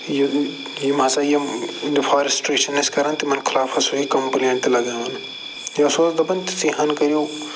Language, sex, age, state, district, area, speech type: Kashmiri, male, 45-60, Jammu and Kashmir, Srinagar, urban, spontaneous